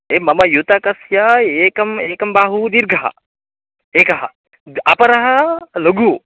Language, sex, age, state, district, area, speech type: Sanskrit, male, 30-45, Karnataka, Uttara Kannada, rural, conversation